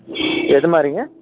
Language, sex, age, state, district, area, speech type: Tamil, male, 30-45, Tamil Nadu, Dharmapuri, rural, conversation